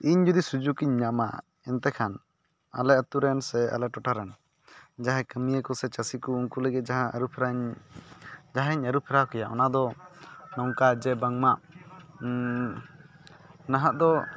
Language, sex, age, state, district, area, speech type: Santali, male, 18-30, West Bengal, Purulia, rural, spontaneous